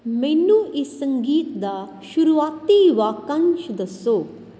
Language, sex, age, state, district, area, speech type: Punjabi, female, 30-45, Punjab, Kapurthala, rural, read